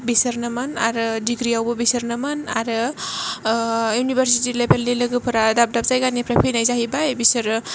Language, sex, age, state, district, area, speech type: Bodo, female, 18-30, Assam, Kokrajhar, rural, spontaneous